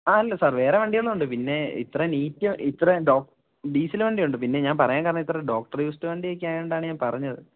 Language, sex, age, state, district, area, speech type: Malayalam, male, 18-30, Kerala, Kottayam, urban, conversation